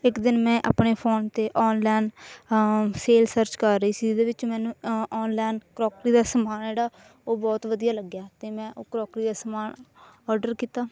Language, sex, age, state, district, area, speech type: Punjabi, female, 18-30, Punjab, Bathinda, rural, spontaneous